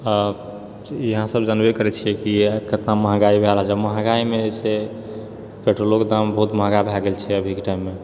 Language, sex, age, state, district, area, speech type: Maithili, male, 30-45, Bihar, Purnia, rural, spontaneous